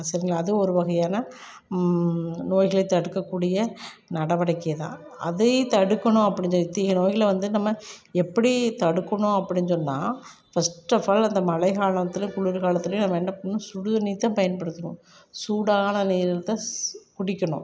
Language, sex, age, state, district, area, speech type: Tamil, female, 45-60, Tamil Nadu, Tiruppur, rural, spontaneous